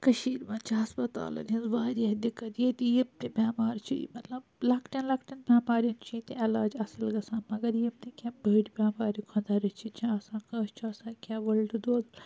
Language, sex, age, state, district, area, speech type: Kashmiri, female, 45-60, Jammu and Kashmir, Srinagar, urban, spontaneous